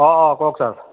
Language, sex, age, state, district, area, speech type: Assamese, male, 60+, Assam, Goalpara, urban, conversation